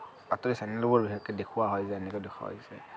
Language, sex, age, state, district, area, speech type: Assamese, male, 45-60, Assam, Kamrup Metropolitan, urban, spontaneous